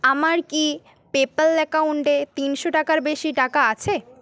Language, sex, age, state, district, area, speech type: Bengali, female, 18-30, West Bengal, Paschim Medinipur, rural, read